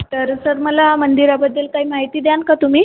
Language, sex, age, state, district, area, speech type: Marathi, female, 30-45, Maharashtra, Nagpur, urban, conversation